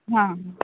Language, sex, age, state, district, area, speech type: Hindi, female, 30-45, Madhya Pradesh, Hoshangabad, rural, conversation